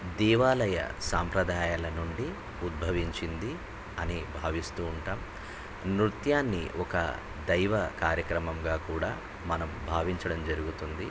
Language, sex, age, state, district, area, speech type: Telugu, male, 45-60, Andhra Pradesh, Nellore, urban, spontaneous